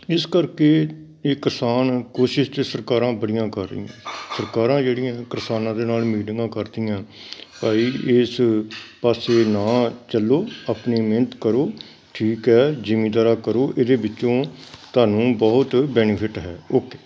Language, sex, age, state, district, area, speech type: Punjabi, male, 60+, Punjab, Amritsar, urban, spontaneous